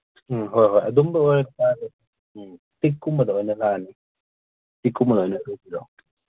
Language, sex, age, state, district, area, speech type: Manipuri, male, 18-30, Manipur, Kakching, rural, conversation